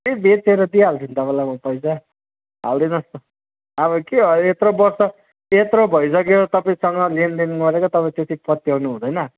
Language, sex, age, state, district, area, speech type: Nepali, male, 30-45, West Bengal, Darjeeling, rural, conversation